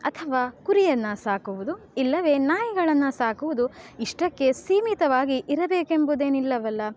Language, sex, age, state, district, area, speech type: Kannada, female, 18-30, Karnataka, Uttara Kannada, rural, spontaneous